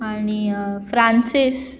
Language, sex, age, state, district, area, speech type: Goan Konkani, female, 18-30, Goa, Murmgao, urban, spontaneous